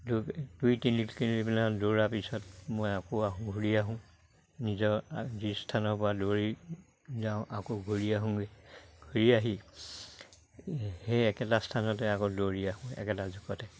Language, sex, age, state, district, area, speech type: Assamese, male, 60+, Assam, Lakhimpur, urban, spontaneous